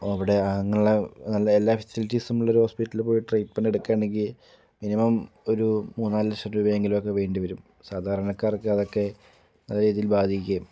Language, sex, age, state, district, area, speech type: Malayalam, male, 30-45, Kerala, Palakkad, rural, spontaneous